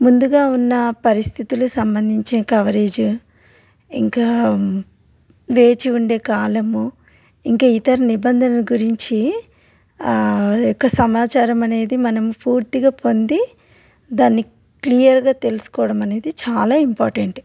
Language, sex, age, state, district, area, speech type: Telugu, female, 30-45, Telangana, Ranga Reddy, urban, spontaneous